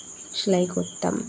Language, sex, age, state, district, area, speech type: Bengali, female, 18-30, West Bengal, Dakshin Dinajpur, urban, spontaneous